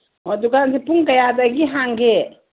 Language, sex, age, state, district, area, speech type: Manipuri, female, 60+, Manipur, Kangpokpi, urban, conversation